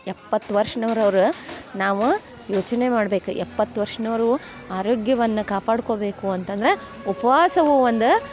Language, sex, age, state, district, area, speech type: Kannada, female, 30-45, Karnataka, Dharwad, urban, spontaneous